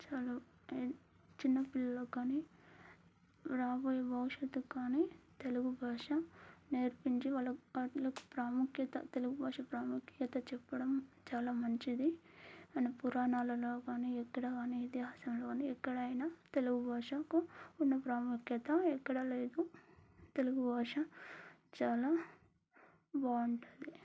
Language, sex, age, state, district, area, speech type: Telugu, female, 30-45, Telangana, Warangal, rural, spontaneous